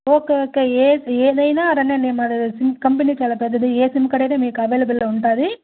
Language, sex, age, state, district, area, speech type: Telugu, female, 30-45, Andhra Pradesh, Chittoor, rural, conversation